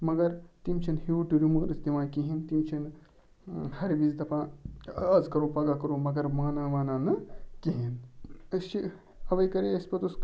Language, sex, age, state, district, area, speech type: Kashmiri, male, 18-30, Jammu and Kashmir, Ganderbal, rural, spontaneous